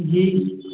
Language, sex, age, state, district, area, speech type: Maithili, male, 18-30, Bihar, Sitamarhi, rural, conversation